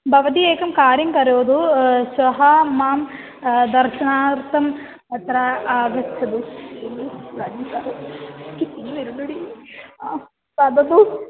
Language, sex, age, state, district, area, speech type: Sanskrit, female, 18-30, Kerala, Malappuram, urban, conversation